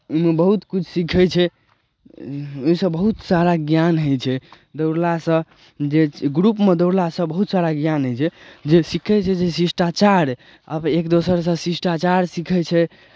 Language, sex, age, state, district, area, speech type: Maithili, male, 18-30, Bihar, Darbhanga, rural, spontaneous